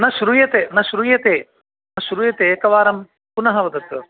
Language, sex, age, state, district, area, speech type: Sanskrit, male, 60+, Telangana, Hyderabad, urban, conversation